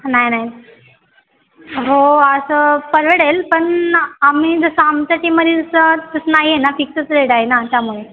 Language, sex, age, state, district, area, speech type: Marathi, female, 18-30, Maharashtra, Mumbai Suburban, urban, conversation